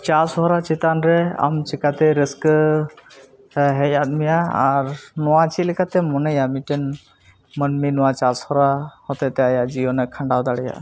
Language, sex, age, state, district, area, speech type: Santali, female, 18-30, Jharkhand, Seraikela Kharsawan, rural, spontaneous